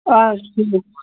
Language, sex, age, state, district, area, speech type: Kashmiri, male, 30-45, Jammu and Kashmir, Pulwama, rural, conversation